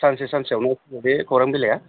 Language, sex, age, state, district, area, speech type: Bodo, male, 30-45, Assam, Baksa, urban, conversation